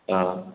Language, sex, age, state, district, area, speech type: Odia, male, 18-30, Odisha, Subarnapur, urban, conversation